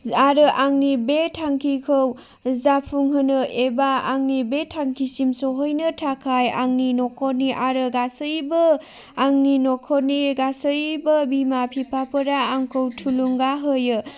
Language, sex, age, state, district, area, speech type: Bodo, female, 30-45, Assam, Chirang, rural, spontaneous